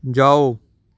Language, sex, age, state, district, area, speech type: Punjabi, male, 30-45, Punjab, Shaheed Bhagat Singh Nagar, urban, read